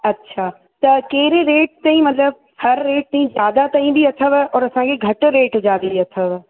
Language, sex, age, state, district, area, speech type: Sindhi, female, 45-60, Uttar Pradesh, Lucknow, urban, conversation